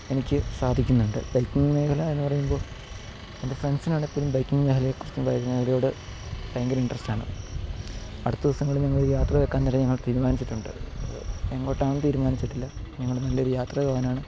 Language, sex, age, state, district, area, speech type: Malayalam, male, 30-45, Kerala, Idukki, rural, spontaneous